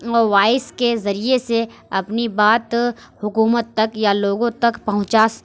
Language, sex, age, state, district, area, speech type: Urdu, female, 18-30, Uttar Pradesh, Lucknow, rural, spontaneous